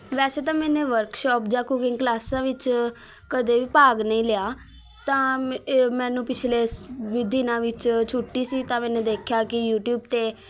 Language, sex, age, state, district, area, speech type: Punjabi, female, 18-30, Punjab, Patiala, urban, spontaneous